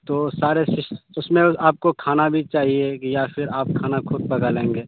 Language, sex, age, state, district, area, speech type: Urdu, male, 30-45, Bihar, Araria, rural, conversation